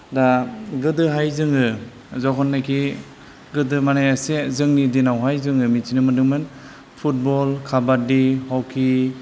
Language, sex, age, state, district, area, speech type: Bodo, male, 45-60, Assam, Kokrajhar, rural, spontaneous